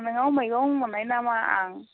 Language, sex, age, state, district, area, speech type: Bodo, female, 60+, Assam, Chirang, rural, conversation